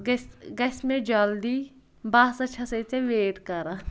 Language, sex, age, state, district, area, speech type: Kashmiri, female, 18-30, Jammu and Kashmir, Pulwama, rural, spontaneous